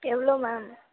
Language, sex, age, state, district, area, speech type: Tamil, female, 18-30, Tamil Nadu, Thanjavur, urban, conversation